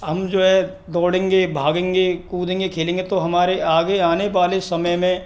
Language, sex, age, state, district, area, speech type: Hindi, male, 60+, Rajasthan, Karauli, rural, spontaneous